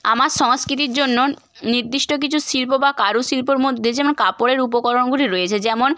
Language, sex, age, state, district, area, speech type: Bengali, female, 18-30, West Bengal, Bankura, rural, spontaneous